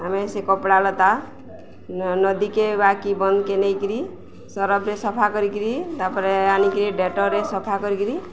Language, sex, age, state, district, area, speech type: Odia, female, 45-60, Odisha, Balangir, urban, spontaneous